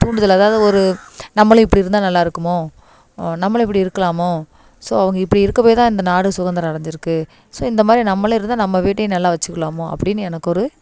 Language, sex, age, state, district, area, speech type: Tamil, female, 30-45, Tamil Nadu, Thoothukudi, urban, spontaneous